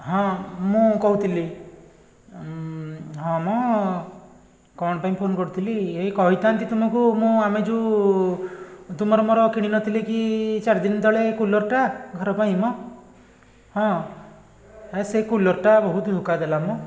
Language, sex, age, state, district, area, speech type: Odia, male, 45-60, Odisha, Puri, urban, spontaneous